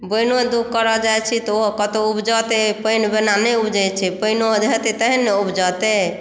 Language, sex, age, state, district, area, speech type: Maithili, female, 60+, Bihar, Madhubani, rural, spontaneous